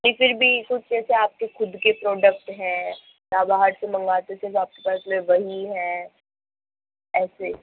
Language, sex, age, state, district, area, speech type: Hindi, female, 45-60, Rajasthan, Jodhpur, urban, conversation